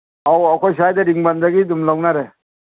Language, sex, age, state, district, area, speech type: Manipuri, male, 60+, Manipur, Kangpokpi, urban, conversation